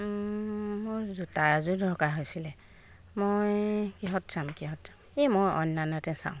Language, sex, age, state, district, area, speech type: Assamese, female, 45-60, Assam, Jorhat, urban, spontaneous